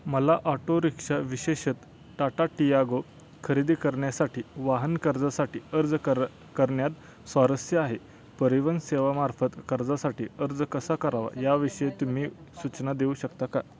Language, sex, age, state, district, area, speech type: Marathi, male, 18-30, Maharashtra, Satara, rural, read